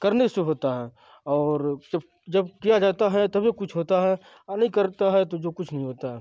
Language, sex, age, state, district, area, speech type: Urdu, male, 45-60, Bihar, Khagaria, rural, spontaneous